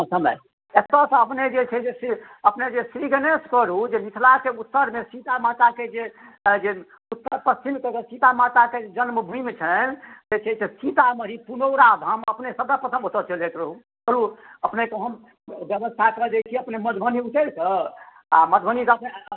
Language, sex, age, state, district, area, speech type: Maithili, male, 60+, Bihar, Madhubani, urban, conversation